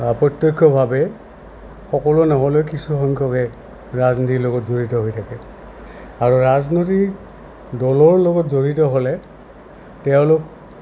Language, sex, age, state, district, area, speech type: Assamese, male, 60+, Assam, Goalpara, urban, spontaneous